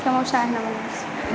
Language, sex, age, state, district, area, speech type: Maithili, female, 18-30, Bihar, Saharsa, rural, spontaneous